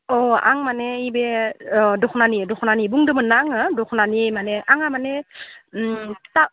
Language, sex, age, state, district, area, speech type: Bodo, female, 18-30, Assam, Udalguri, urban, conversation